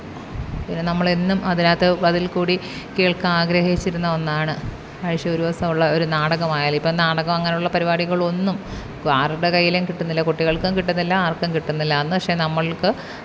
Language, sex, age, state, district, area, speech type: Malayalam, female, 30-45, Kerala, Kollam, rural, spontaneous